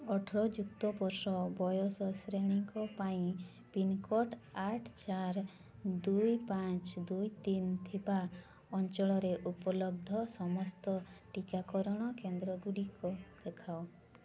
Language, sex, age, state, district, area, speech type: Odia, female, 18-30, Odisha, Mayurbhanj, rural, read